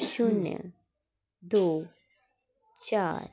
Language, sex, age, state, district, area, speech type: Dogri, female, 30-45, Jammu and Kashmir, Jammu, urban, read